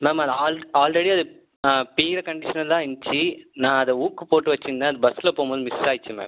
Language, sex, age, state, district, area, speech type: Tamil, male, 18-30, Tamil Nadu, Viluppuram, urban, conversation